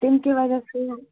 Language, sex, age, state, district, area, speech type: Kashmiri, female, 18-30, Jammu and Kashmir, Ganderbal, rural, conversation